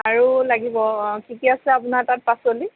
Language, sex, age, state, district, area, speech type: Assamese, female, 30-45, Assam, Lakhimpur, rural, conversation